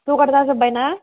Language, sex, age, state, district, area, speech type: Bodo, female, 18-30, Assam, Udalguri, rural, conversation